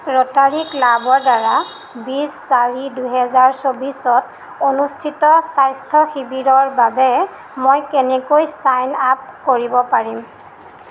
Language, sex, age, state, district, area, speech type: Assamese, female, 30-45, Assam, Golaghat, urban, read